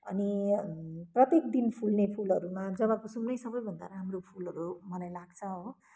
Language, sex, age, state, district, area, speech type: Nepali, female, 60+, West Bengal, Kalimpong, rural, spontaneous